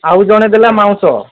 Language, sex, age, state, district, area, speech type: Odia, male, 30-45, Odisha, Sundergarh, urban, conversation